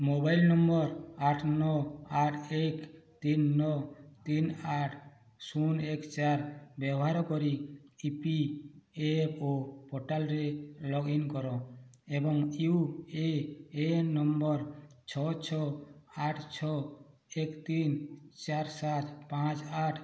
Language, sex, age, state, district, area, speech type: Odia, male, 45-60, Odisha, Boudh, rural, read